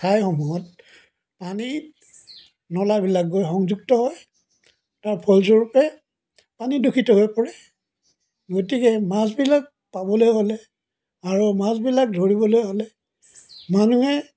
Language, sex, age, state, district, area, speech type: Assamese, male, 60+, Assam, Dibrugarh, rural, spontaneous